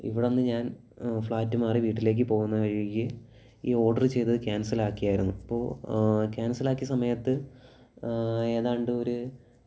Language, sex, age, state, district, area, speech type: Malayalam, male, 18-30, Kerala, Kollam, rural, spontaneous